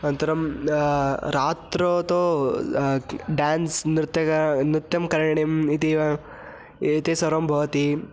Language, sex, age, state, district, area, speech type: Sanskrit, male, 18-30, Karnataka, Hassan, rural, spontaneous